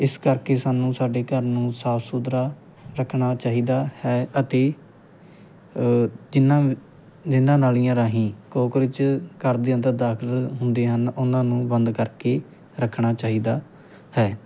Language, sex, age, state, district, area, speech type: Punjabi, male, 18-30, Punjab, Muktsar, rural, spontaneous